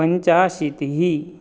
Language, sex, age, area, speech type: Sanskrit, male, 30-45, urban, spontaneous